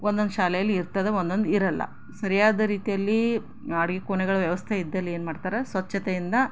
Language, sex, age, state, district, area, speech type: Kannada, female, 45-60, Karnataka, Chikkaballapur, rural, spontaneous